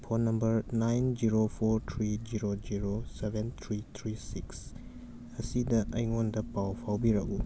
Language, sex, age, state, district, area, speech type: Manipuri, male, 18-30, Manipur, Churachandpur, rural, read